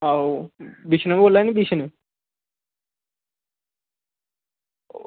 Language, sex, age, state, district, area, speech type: Dogri, male, 18-30, Jammu and Kashmir, Samba, rural, conversation